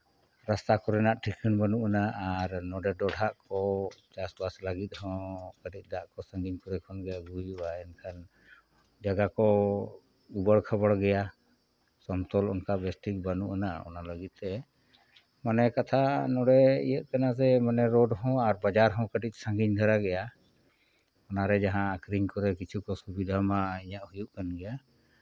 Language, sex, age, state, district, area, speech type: Santali, male, 45-60, Jharkhand, Seraikela Kharsawan, rural, spontaneous